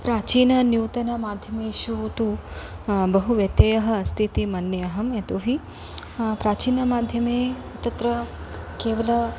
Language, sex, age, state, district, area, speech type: Sanskrit, female, 30-45, Karnataka, Dharwad, urban, spontaneous